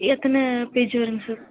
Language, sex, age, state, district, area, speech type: Tamil, female, 30-45, Tamil Nadu, Nilgiris, rural, conversation